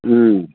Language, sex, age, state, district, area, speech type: Manipuri, male, 60+, Manipur, Imphal East, rural, conversation